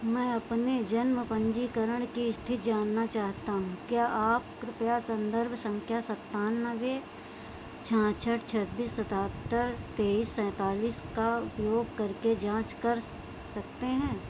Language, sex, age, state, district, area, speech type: Hindi, female, 45-60, Uttar Pradesh, Sitapur, rural, read